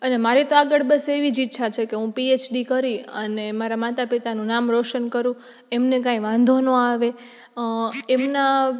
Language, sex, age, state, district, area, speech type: Gujarati, female, 18-30, Gujarat, Rajkot, urban, spontaneous